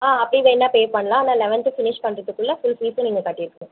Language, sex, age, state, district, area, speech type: Tamil, female, 18-30, Tamil Nadu, Tiruvarur, urban, conversation